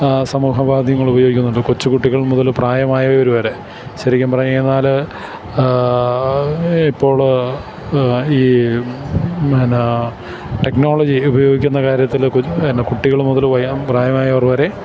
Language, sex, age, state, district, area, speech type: Malayalam, male, 45-60, Kerala, Kottayam, urban, spontaneous